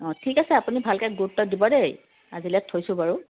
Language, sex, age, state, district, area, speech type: Assamese, female, 45-60, Assam, Sivasagar, urban, conversation